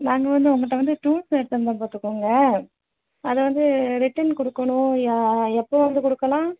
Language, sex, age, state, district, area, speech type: Tamil, female, 30-45, Tamil Nadu, Thoothukudi, urban, conversation